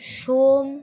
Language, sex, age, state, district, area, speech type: Bengali, female, 18-30, West Bengal, Alipurduar, rural, spontaneous